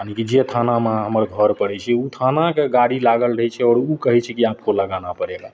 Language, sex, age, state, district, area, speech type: Maithili, male, 45-60, Bihar, Madhepura, rural, spontaneous